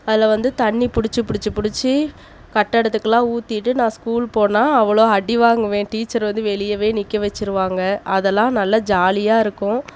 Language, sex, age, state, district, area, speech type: Tamil, female, 30-45, Tamil Nadu, Coimbatore, rural, spontaneous